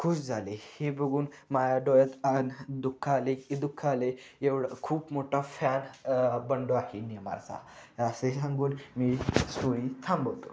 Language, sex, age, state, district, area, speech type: Marathi, male, 18-30, Maharashtra, Kolhapur, urban, spontaneous